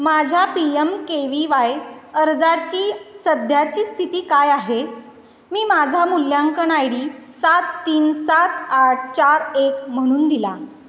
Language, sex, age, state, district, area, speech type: Marathi, female, 18-30, Maharashtra, Satara, urban, read